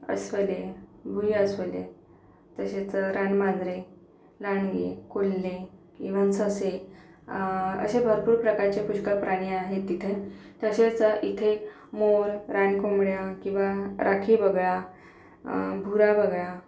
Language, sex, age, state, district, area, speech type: Marathi, female, 30-45, Maharashtra, Akola, urban, spontaneous